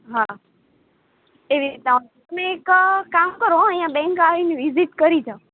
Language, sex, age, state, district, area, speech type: Gujarati, female, 30-45, Gujarat, Morbi, rural, conversation